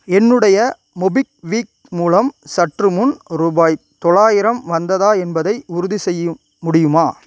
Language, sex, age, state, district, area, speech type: Tamil, male, 30-45, Tamil Nadu, Ariyalur, rural, read